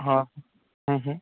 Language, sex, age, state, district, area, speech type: Marathi, male, 30-45, Maharashtra, Gadchiroli, rural, conversation